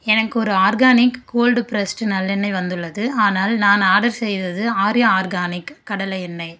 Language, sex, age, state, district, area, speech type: Tamil, female, 18-30, Tamil Nadu, Dharmapuri, rural, read